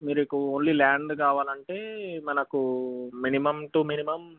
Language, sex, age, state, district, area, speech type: Telugu, male, 18-30, Telangana, Nalgonda, urban, conversation